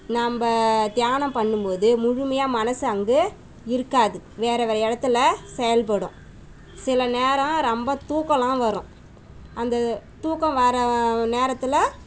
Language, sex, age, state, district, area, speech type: Tamil, female, 30-45, Tamil Nadu, Tiruvannamalai, rural, spontaneous